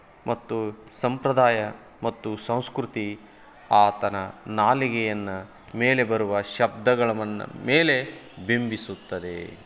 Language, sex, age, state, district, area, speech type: Kannada, male, 45-60, Karnataka, Koppal, rural, spontaneous